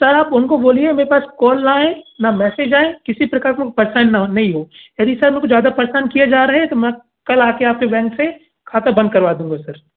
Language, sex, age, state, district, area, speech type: Hindi, male, 18-30, Madhya Pradesh, Bhopal, urban, conversation